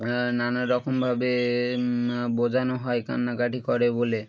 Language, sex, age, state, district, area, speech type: Bengali, male, 18-30, West Bengal, Birbhum, urban, spontaneous